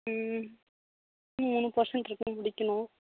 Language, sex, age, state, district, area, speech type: Tamil, female, 18-30, Tamil Nadu, Tiruvarur, rural, conversation